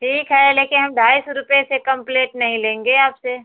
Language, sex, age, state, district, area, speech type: Hindi, female, 45-60, Uttar Pradesh, Mau, urban, conversation